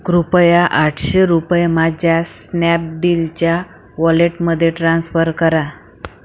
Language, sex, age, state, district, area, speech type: Marathi, female, 45-60, Maharashtra, Akola, urban, read